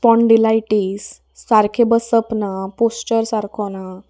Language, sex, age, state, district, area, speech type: Goan Konkani, female, 18-30, Goa, Salcete, urban, spontaneous